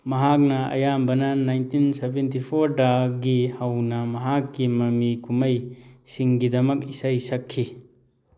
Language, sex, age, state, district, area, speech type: Manipuri, male, 30-45, Manipur, Thoubal, urban, read